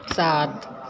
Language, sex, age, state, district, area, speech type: Maithili, female, 60+, Bihar, Madhepura, urban, read